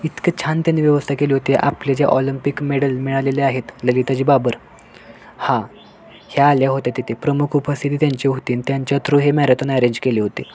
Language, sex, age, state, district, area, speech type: Marathi, male, 18-30, Maharashtra, Sangli, urban, spontaneous